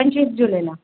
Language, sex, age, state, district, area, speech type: Marathi, female, 30-45, Maharashtra, Nanded, urban, conversation